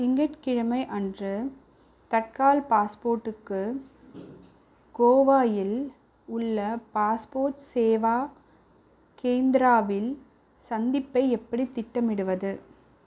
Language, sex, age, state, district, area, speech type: Tamil, female, 30-45, Tamil Nadu, Kanchipuram, urban, read